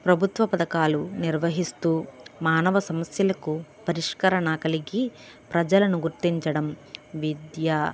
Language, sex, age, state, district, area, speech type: Telugu, female, 45-60, Andhra Pradesh, Krishna, urban, spontaneous